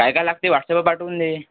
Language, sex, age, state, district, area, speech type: Marathi, male, 18-30, Maharashtra, Amravati, rural, conversation